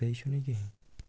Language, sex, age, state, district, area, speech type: Kashmiri, male, 18-30, Jammu and Kashmir, Kupwara, rural, spontaneous